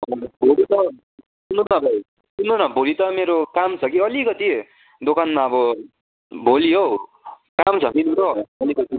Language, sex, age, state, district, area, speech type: Nepali, male, 18-30, West Bengal, Darjeeling, rural, conversation